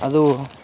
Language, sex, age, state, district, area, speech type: Kannada, male, 18-30, Karnataka, Dharwad, rural, spontaneous